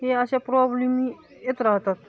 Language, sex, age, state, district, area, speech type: Marathi, male, 18-30, Maharashtra, Hingoli, urban, spontaneous